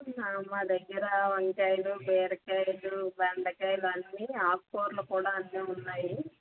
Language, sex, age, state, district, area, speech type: Telugu, female, 45-60, Telangana, Mancherial, rural, conversation